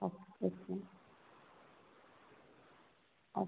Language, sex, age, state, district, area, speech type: Kannada, female, 45-60, Karnataka, Chikkaballapur, rural, conversation